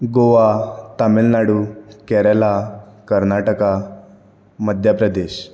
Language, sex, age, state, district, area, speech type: Goan Konkani, male, 18-30, Goa, Bardez, rural, spontaneous